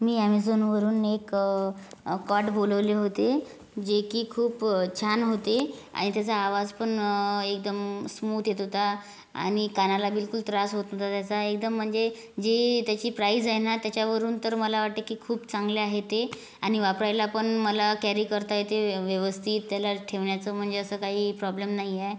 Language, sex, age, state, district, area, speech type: Marathi, female, 18-30, Maharashtra, Yavatmal, rural, spontaneous